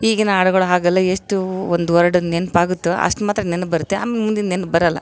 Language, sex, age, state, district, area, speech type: Kannada, female, 45-60, Karnataka, Vijayanagara, rural, spontaneous